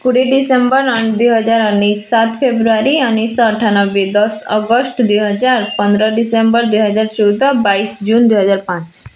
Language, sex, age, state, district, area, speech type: Odia, female, 18-30, Odisha, Bargarh, urban, spontaneous